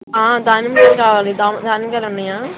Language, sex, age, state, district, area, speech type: Telugu, female, 18-30, Andhra Pradesh, N T Rama Rao, urban, conversation